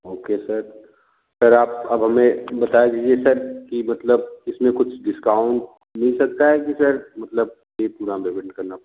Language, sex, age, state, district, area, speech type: Hindi, male, 18-30, Uttar Pradesh, Sonbhadra, rural, conversation